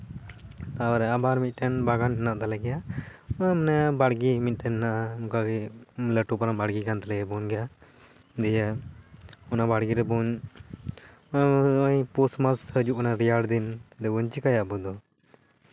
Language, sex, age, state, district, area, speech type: Santali, male, 18-30, West Bengal, Purba Bardhaman, rural, spontaneous